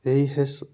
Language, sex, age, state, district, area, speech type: Hindi, male, 18-30, Uttar Pradesh, Jaunpur, urban, spontaneous